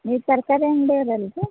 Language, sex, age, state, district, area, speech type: Kannada, female, 30-45, Karnataka, Bagalkot, rural, conversation